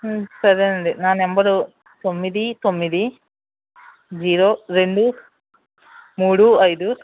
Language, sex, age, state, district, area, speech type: Telugu, male, 60+, Andhra Pradesh, West Godavari, rural, conversation